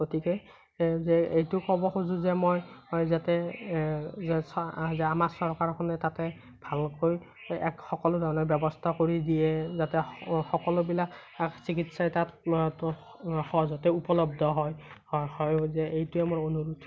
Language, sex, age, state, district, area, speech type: Assamese, male, 30-45, Assam, Morigaon, rural, spontaneous